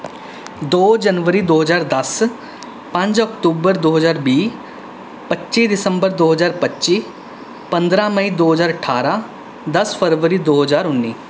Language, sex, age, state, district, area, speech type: Punjabi, male, 18-30, Punjab, Rupnagar, urban, spontaneous